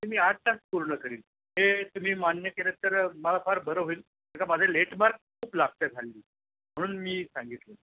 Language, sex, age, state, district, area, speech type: Marathi, male, 60+, Maharashtra, Thane, urban, conversation